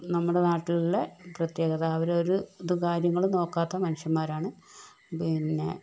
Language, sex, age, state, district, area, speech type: Malayalam, female, 60+, Kerala, Wayanad, rural, spontaneous